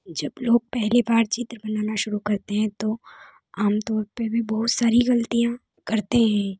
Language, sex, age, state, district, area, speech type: Hindi, female, 18-30, Madhya Pradesh, Ujjain, urban, spontaneous